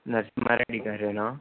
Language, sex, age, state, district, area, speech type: Telugu, male, 18-30, Telangana, Ranga Reddy, urban, conversation